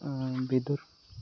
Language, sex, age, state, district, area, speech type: Odia, male, 18-30, Odisha, Koraput, urban, spontaneous